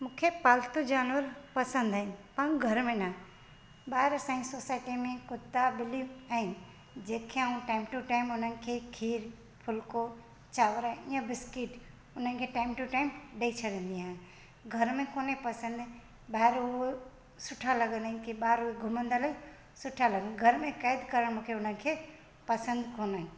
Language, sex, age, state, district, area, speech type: Sindhi, female, 45-60, Gujarat, Junagadh, urban, spontaneous